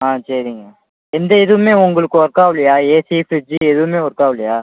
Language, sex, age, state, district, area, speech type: Tamil, male, 18-30, Tamil Nadu, Tiruchirappalli, rural, conversation